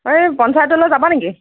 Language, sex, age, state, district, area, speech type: Assamese, female, 30-45, Assam, Nagaon, rural, conversation